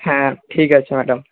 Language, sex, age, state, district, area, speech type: Bengali, male, 18-30, West Bengal, Jhargram, rural, conversation